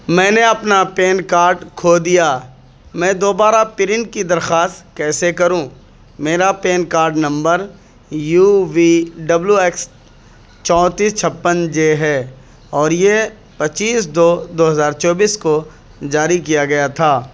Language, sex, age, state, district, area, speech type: Urdu, male, 18-30, Bihar, Purnia, rural, read